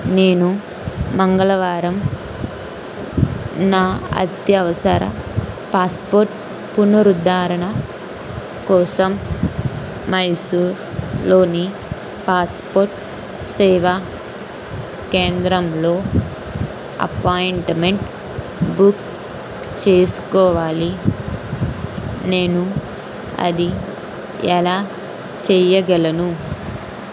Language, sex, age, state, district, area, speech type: Telugu, female, 18-30, Andhra Pradesh, N T Rama Rao, urban, read